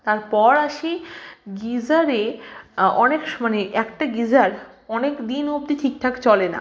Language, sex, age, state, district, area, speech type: Bengali, female, 18-30, West Bengal, Malda, rural, spontaneous